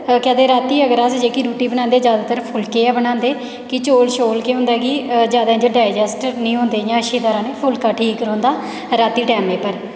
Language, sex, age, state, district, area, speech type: Dogri, female, 18-30, Jammu and Kashmir, Reasi, rural, spontaneous